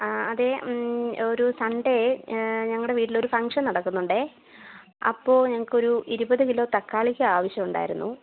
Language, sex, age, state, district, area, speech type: Malayalam, female, 18-30, Kerala, Idukki, rural, conversation